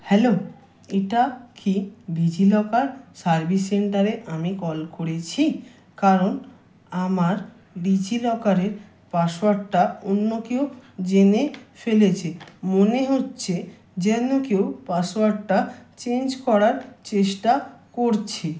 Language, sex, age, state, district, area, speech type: Bengali, male, 18-30, West Bengal, Howrah, urban, spontaneous